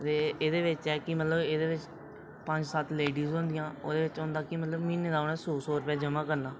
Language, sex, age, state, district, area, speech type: Dogri, male, 18-30, Jammu and Kashmir, Reasi, rural, spontaneous